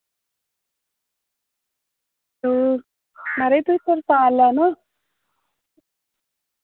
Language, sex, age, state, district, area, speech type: Dogri, female, 18-30, Jammu and Kashmir, Samba, rural, conversation